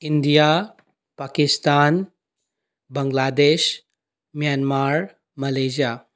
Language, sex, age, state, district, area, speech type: Manipuri, male, 18-30, Manipur, Bishnupur, rural, spontaneous